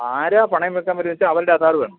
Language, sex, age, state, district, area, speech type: Malayalam, male, 45-60, Kerala, Kollam, rural, conversation